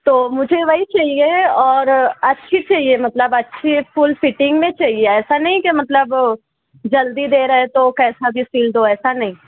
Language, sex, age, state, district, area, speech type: Urdu, male, 45-60, Maharashtra, Nashik, urban, conversation